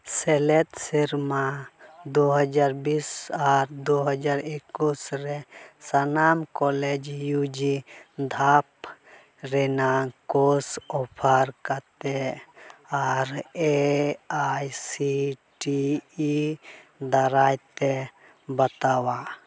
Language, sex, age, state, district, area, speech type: Santali, male, 18-30, Jharkhand, Pakur, rural, read